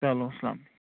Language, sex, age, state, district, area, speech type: Kashmiri, male, 45-60, Jammu and Kashmir, Baramulla, rural, conversation